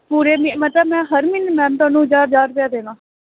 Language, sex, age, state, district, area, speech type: Dogri, female, 18-30, Jammu and Kashmir, Samba, rural, conversation